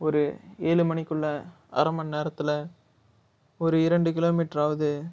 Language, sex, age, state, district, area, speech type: Tamil, male, 45-60, Tamil Nadu, Ariyalur, rural, spontaneous